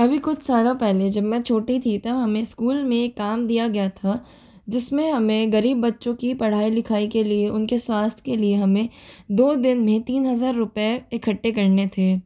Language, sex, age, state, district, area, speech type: Hindi, female, 18-30, Rajasthan, Jodhpur, urban, spontaneous